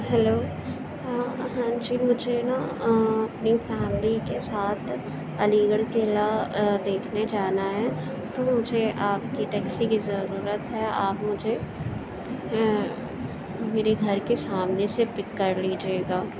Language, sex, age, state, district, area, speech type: Urdu, female, 30-45, Uttar Pradesh, Aligarh, urban, spontaneous